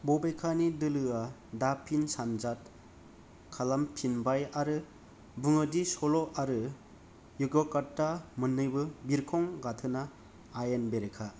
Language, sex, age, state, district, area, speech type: Bodo, male, 30-45, Assam, Kokrajhar, rural, read